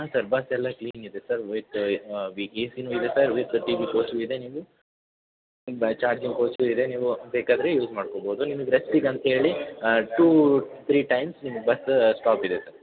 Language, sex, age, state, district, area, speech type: Kannada, male, 18-30, Karnataka, Dharwad, urban, conversation